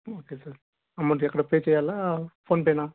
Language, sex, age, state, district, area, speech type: Telugu, male, 18-30, Andhra Pradesh, Sri Balaji, rural, conversation